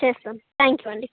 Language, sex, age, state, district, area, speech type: Telugu, female, 60+, Andhra Pradesh, Srikakulam, urban, conversation